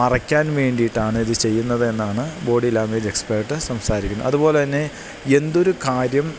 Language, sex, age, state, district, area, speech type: Malayalam, male, 30-45, Kerala, Idukki, rural, spontaneous